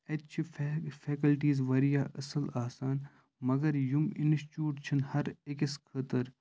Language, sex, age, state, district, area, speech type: Kashmiri, male, 18-30, Jammu and Kashmir, Kupwara, rural, spontaneous